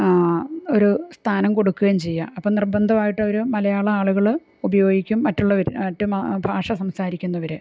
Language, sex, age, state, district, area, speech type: Malayalam, female, 45-60, Kerala, Malappuram, rural, spontaneous